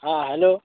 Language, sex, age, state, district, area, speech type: Marathi, male, 30-45, Maharashtra, Gadchiroli, rural, conversation